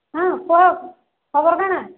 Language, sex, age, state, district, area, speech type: Odia, female, 45-60, Odisha, Sambalpur, rural, conversation